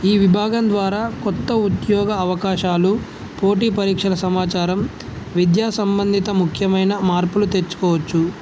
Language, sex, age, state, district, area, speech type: Telugu, male, 18-30, Telangana, Jangaon, rural, spontaneous